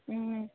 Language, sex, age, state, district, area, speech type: Tamil, female, 30-45, Tamil Nadu, Tirunelveli, urban, conversation